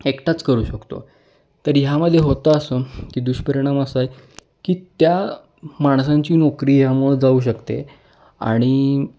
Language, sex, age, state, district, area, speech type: Marathi, male, 18-30, Maharashtra, Kolhapur, urban, spontaneous